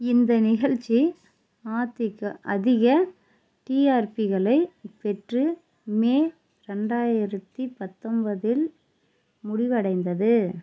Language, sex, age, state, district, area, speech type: Tamil, female, 30-45, Tamil Nadu, Dharmapuri, rural, read